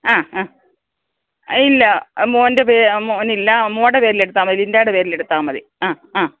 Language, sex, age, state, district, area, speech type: Malayalam, female, 60+, Kerala, Alappuzha, rural, conversation